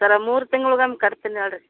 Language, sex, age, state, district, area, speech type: Kannada, female, 45-60, Karnataka, Vijayapura, rural, conversation